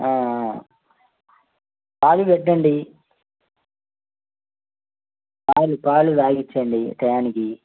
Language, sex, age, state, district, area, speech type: Telugu, male, 45-60, Telangana, Bhadradri Kothagudem, urban, conversation